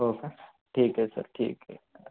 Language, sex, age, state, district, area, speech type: Marathi, male, 18-30, Maharashtra, Sangli, urban, conversation